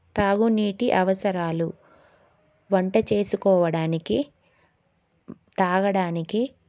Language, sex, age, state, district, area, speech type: Telugu, female, 30-45, Telangana, Karimnagar, urban, spontaneous